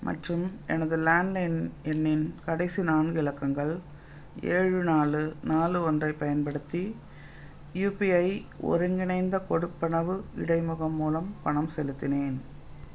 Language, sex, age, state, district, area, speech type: Tamil, female, 60+, Tamil Nadu, Thanjavur, urban, read